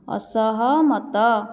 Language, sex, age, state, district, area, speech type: Odia, female, 30-45, Odisha, Jajpur, rural, read